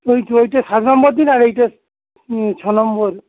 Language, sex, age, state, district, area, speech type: Bengali, male, 60+, West Bengal, Hooghly, rural, conversation